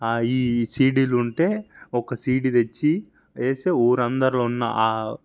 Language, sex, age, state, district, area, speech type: Telugu, male, 18-30, Telangana, Sangareddy, urban, spontaneous